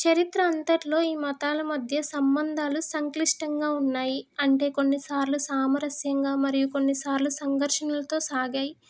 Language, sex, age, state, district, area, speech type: Telugu, female, 30-45, Telangana, Hyderabad, rural, spontaneous